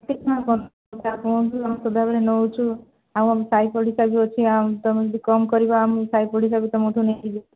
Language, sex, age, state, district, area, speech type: Odia, female, 60+, Odisha, Kandhamal, rural, conversation